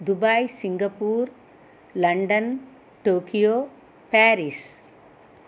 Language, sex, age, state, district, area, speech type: Sanskrit, female, 60+, Andhra Pradesh, Chittoor, urban, spontaneous